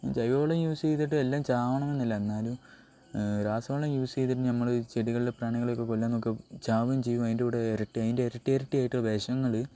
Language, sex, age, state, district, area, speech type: Malayalam, male, 18-30, Kerala, Wayanad, rural, spontaneous